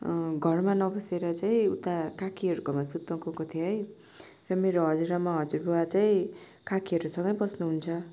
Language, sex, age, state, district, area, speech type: Nepali, female, 18-30, West Bengal, Darjeeling, rural, spontaneous